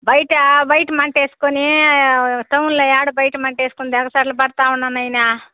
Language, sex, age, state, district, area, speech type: Telugu, female, 60+, Andhra Pradesh, Nellore, rural, conversation